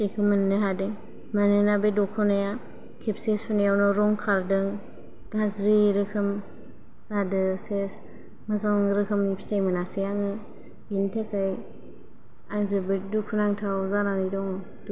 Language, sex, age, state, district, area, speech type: Bodo, female, 18-30, Assam, Kokrajhar, rural, spontaneous